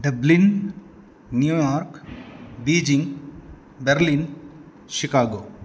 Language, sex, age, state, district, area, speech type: Sanskrit, male, 30-45, Karnataka, Udupi, urban, spontaneous